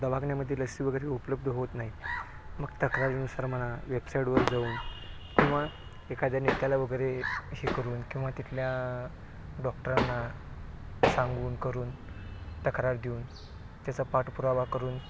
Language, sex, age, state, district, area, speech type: Marathi, male, 30-45, Maharashtra, Sangli, urban, spontaneous